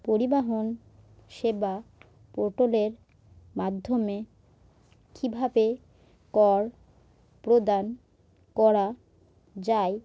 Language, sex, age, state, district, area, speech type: Bengali, female, 18-30, West Bengal, Murshidabad, urban, spontaneous